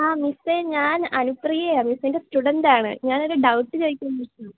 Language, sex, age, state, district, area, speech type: Malayalam, female, 18-30, Kerala, Idukki, rural, conversation